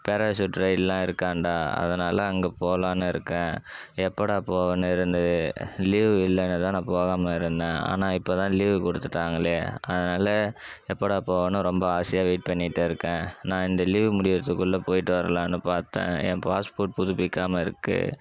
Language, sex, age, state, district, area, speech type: Tamil, male, 18-30, Tamil Nadu, Tiruvannamalai, rural, spontaneous